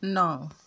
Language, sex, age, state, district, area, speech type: Hindi, female, 60+, Uttar Pradesh, Ghazipur, urban, read